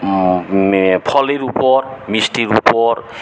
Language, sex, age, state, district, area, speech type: Bengali, male, 45-60, West Bengal, Paschim Medinipur, rural, spontaneous